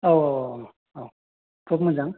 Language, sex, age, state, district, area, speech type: Bodo, male, 45-60, Assam, Chirang, rural, conversation